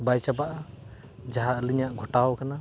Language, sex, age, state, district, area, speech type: Santali, male, 45-60, Odisha, Mayurbhanj, rural, spontaneous